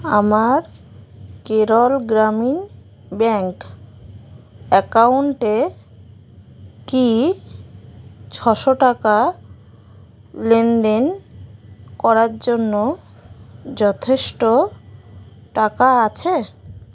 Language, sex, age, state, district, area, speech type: Bengali, female, 18-30, West Bengal, Howrah, urban, read